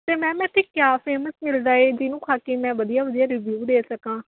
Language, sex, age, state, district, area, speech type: Punjabi, female, 18-30, Punjab, Mohali, rural, conversation